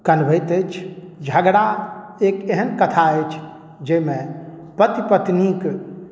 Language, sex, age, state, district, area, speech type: Maithili, male, 45-60, Bihar, Madhubani, urban, spontaneous